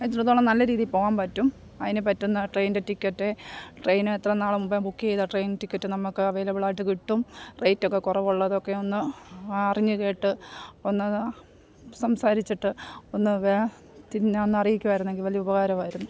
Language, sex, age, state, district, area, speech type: Malayalam, female, 30-45, Kerala, Pathanamthitta, rural, spontaneous